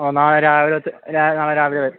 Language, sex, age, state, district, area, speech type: Malayalam, male, 18-30, Kerala, Kasaragod, rural, conversation